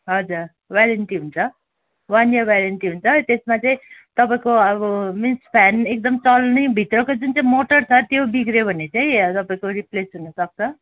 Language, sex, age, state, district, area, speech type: Nepali, female, 30-45, West Bengal, Kalimpong, rural, conversation